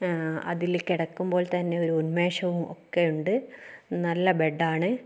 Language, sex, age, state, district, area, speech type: Malayalam, female, 18-30, Kerala, Kozhikode, urban, spontaneous